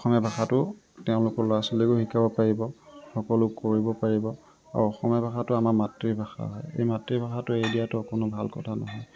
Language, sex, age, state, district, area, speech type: Assamese, male, 18-30, Assam, Tinsukia, urban, spontaneous